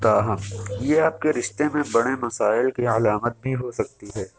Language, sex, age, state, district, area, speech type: Urdu, male, 30-45, Uttar Pradesh, Lucknow, rural, read